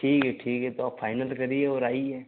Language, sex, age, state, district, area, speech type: Hindi, male, 18-30, Madhya Pradesh, Ujjain, urban, conversation